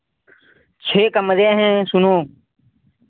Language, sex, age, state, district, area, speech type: Hindi, male, 30-45, Uttar Pradesh, Sitapur, rural, conversation